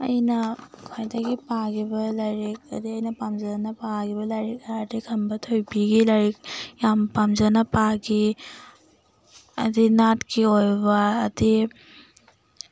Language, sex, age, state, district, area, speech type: Manipuri, female, 18-30, Manipur, Tengnoupal, rural, spontaneous